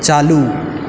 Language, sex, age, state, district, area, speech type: Maithili, male, 18-30, Bihar, Purnia, urban, read